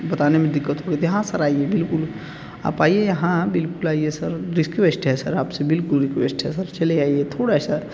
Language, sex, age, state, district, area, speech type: Hindi, male, 30-45, Uttar Pradesh, Bhadohi, urban, spontaneous